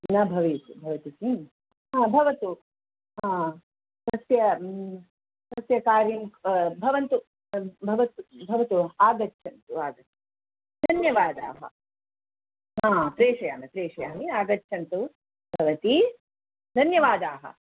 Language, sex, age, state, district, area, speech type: Sanskrit, female, 60+, Karnataka, Mysore, urban, conversation